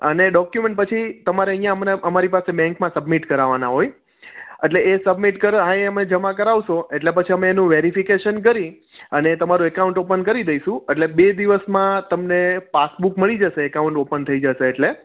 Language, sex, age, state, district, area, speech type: Gujarati, male, 30-45, Gujarat, Surat, urban, conversation